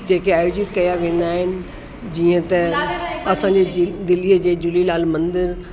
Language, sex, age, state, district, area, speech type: Sindhi, female, 60+, Delhi, South Delhi, urban, spontaneous